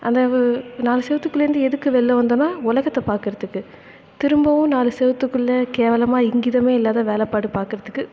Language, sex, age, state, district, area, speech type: Tamil, female, 18-30, Tamil Nadu, Thanjavur, rural, spontaneous